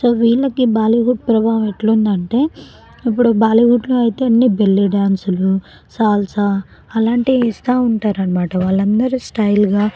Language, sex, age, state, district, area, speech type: Telugu, female, 18-30, Telangana, Sangareddy, rural, spontaneous